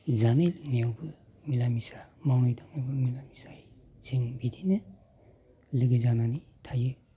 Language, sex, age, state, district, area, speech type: Bodo, male, 45-60, Assam, Baksa, rural, spontaneous